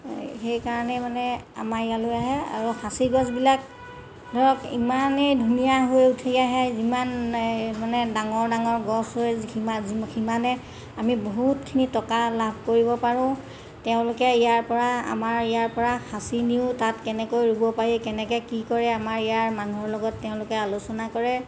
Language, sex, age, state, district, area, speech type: Assamese, female, 60+, Assam, Golaghat, urban, spontaneous